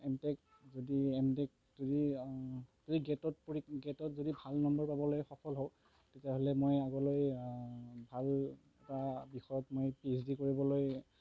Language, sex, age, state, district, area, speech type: Assamese, male, 18-30, Assam, Nalbari, rural, spontaneous